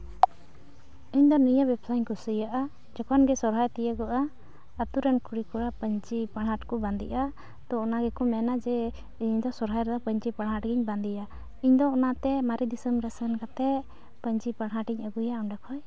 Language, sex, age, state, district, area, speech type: Santali, female, 18-30, West Bengal, Uttar Dinajpur, rural, spontaneous